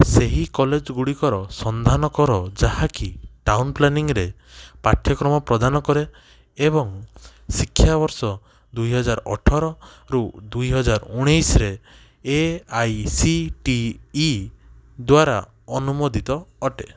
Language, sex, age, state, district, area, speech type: Odia, male, 18-30, Odisha, Cuttack, urban, read